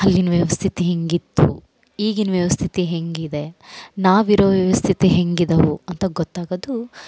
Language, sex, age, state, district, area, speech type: Kannada, female, 18-30, Karnataka, Vijayanagara, rural, spontaneous